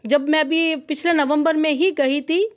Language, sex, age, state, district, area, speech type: Hindi, female, 30-45, Rajasthan, Jodhpur, urban, spontaneous